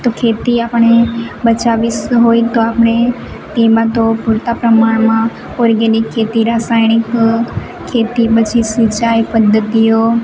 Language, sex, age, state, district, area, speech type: Gujarati, female, 18-30, Gujarat, Narmada, rural, spontaneous